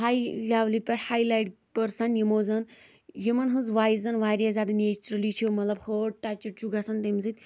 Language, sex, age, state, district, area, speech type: Kashmiri, female, 18-30, Jammu and Kashmir, Kulgam, rural, spontaneous